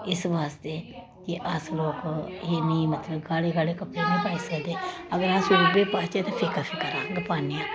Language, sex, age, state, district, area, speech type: Dogri, female, 30-45, Jammu and Kashmir, Samba, urban, spontaneous